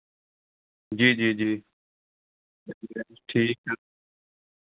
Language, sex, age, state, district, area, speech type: Hindi, male, 45-60, Uttar Pradesh, Lucknow, rural, conversation